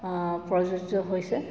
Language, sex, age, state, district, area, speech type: Assamese, female, 45-60, Assam, Majuli, urban, spontaneous